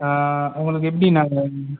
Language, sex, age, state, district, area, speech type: Tamil, male, 30-45, Tamil Nadu, Sivaganga, rural, conversation